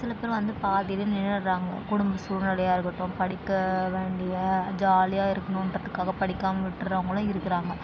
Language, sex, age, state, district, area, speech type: Tamil, female, 18-30, Tamil Nadu, Tiruvannamalai, urban, spontaneous